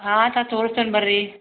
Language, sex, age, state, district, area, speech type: Kannada, female, 60+, Karnataka, Belgaum, rural, conversation